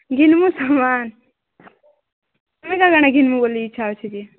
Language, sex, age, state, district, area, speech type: Odia, female, 18-30, Odisha, Nuapada, urban, conversation